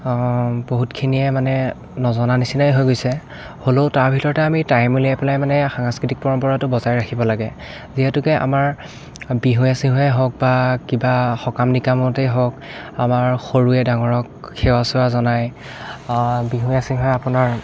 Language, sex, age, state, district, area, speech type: Assamese, male, 18-30, Assam, Biswanath, rural, spontaneous